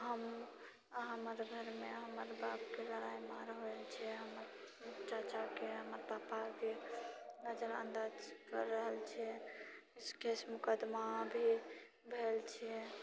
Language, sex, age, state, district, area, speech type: Maithili, female, 45-60, Bihar, Purnia, rural, spontaneous